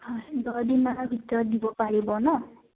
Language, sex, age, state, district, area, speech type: Assamese, female, 18-30, Assam, Udalguri, urban, conversation